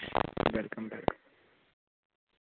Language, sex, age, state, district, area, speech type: Dogri, male, 18-30, Jammu and Kashmir, Samba, rural, conversation